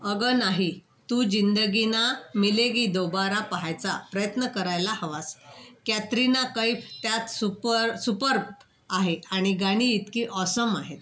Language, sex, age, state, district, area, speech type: Marathi, female, 60+, Maharashtra, Wardha, urban, read